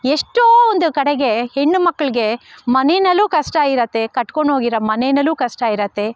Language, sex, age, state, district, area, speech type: Kannada, female, 30-45, Karnataka, Bangalore Rural, rural, spontaneous